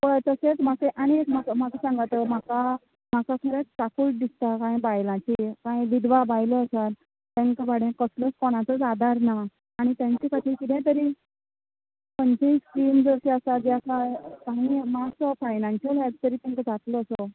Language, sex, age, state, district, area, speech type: Goan Konkani, female, 30-45, Goa, Canacona, rural, conversation